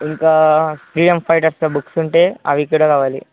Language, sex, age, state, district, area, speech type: Telugu, male, 18-30, Telangana, Nalgonda, urban, conversation